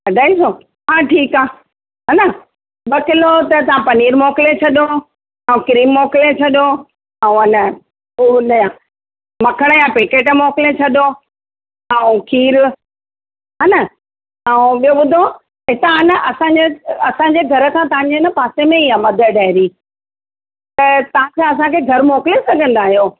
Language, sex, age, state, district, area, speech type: Sindhi, female, 45-60, Delhi, South Delhi, urban, conversation